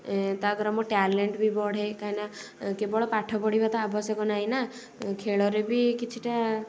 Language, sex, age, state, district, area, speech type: Odia, female, 18-30, Odisha, Puri, urban, spontaneous